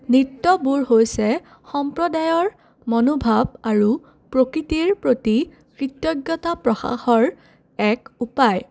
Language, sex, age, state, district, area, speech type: Assamese, female, 18-30, Assam, Udalguri, rural, spontaneous